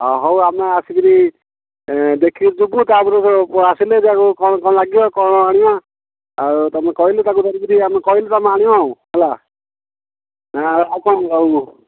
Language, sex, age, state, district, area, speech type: Odia, male, 60+, Odisha, Gajapati, rural, conversation